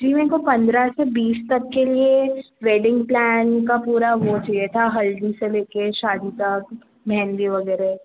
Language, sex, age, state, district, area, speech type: Hindi, female, 18-30, Madhya Pradesh, Jabalpur, urban, conversation